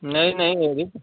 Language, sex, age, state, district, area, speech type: Hindi, male, 30-45, Uttar Pradesh, Mau, rural, conversation